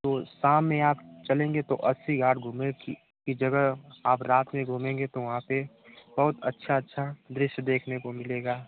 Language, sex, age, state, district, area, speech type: Hindi, male, 30-45, Uttar Pradesh, Mau, rural, conversation